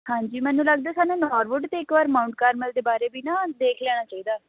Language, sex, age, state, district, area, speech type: Punjabi, female, 18-30, Punjab, Shaheed Bhagat Singh Nagar, rural, conversation